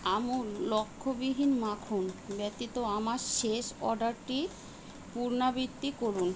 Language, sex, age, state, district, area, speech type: Bengali, female, 45-60, West Bengal, Kolkata, urban, read